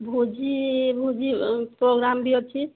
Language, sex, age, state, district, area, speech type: Odia, female, 30-45, Odisha, Sambalpur, rural, conversation